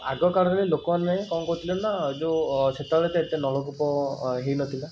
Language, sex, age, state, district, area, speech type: Odia, male, 30-45, Odisha, Puri, urban, spontaneous